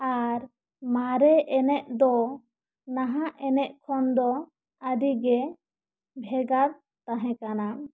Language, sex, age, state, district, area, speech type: Santali, female, 18-30, West Bengal, Bankura, rural, spontaneous